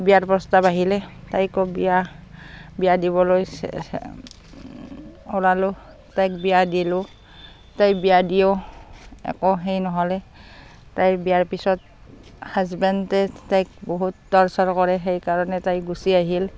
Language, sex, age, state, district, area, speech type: Assamese, female, 30-45, Assam, Barpeta, rural, spontaneous